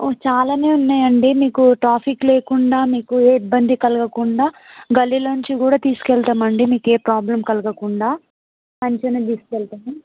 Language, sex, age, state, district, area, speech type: Telugu, other, 18-30, Telangana, Mahbubnagar, rural, conversation